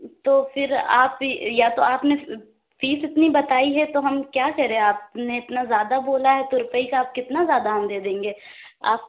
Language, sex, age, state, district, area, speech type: Urdu, female, 18-30, Uttar Pradesh, Lucknow, urban, conversation